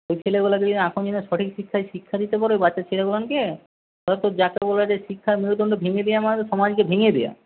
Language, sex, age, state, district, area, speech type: Bengali, male, 45-60, West Bengal, Paschim Medinipur, rural, conversation